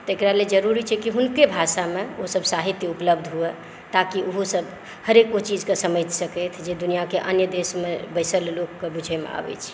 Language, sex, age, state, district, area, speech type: Maithili, female, 45-60, Bihar, Saharsa, urban, spontaneous